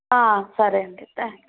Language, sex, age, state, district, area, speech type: Telugu, female, 30-45, Andhra Pradesh, East Godavari, rural, conversation